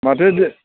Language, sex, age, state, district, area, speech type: Bodo, male, 60+, Assam, Baksa, urban, conversation